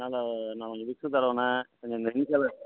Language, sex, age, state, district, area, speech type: Tamil, male, 60+, Tamil Nadu, Virudhunagar, rural, conversation